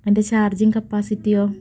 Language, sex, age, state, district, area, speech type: Malayalam, female, 30-45, Kerala, Malappuram, rural, spontaneous